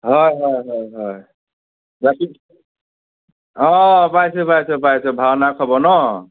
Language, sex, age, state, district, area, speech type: Assamese, male, 30-45, Assam, Nagaon, rural, conversation